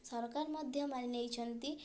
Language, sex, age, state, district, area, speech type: Odia, female, 18-30, Odisha, Kendrapara, urban, spontaneous